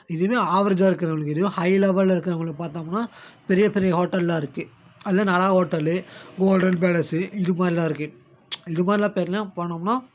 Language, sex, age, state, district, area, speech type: Tamil, male, 18-30, Tamil Nadu, Namakkal, rural, spontaneous